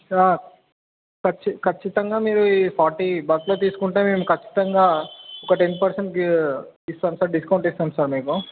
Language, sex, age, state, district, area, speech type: Telugu, male, 18-30, Telangana, Medchal, urban, conversation